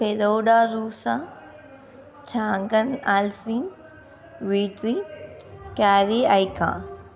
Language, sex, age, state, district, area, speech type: Telugu, female, 18-30, Telangana, Nizamabad, urban, spontaneous